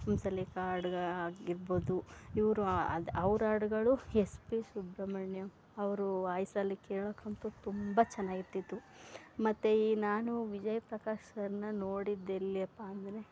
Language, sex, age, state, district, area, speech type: Kannada, female, 30-45, Karnataka, Mandya, rural, spontaneous